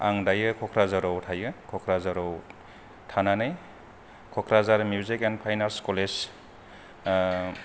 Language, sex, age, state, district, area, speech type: Bodo, male, 30-45, Assam, Kokrajhar, rural, spontaneous